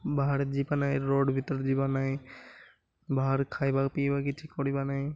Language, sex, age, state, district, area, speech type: Odia, male, 18-30, Odisha, Malkangiri, urban, spontaneous